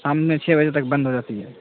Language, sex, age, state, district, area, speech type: Urdu, male, 18-30, Bihar, Saharsa, rural, conversation